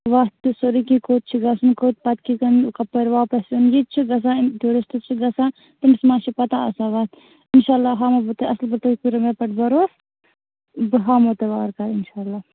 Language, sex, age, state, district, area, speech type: Kashmiri, female, 30-45, Jammu and Kashmir, Baramulla, rural, conversation